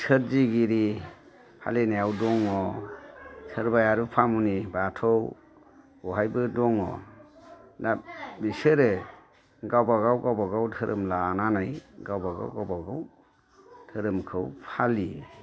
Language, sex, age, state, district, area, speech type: Bodo, male, 45-60, Assam, Kokrajhar, rural, spontaneous